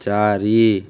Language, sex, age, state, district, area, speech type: Odia, male, 18-30, Odisha, Balangir, urban, read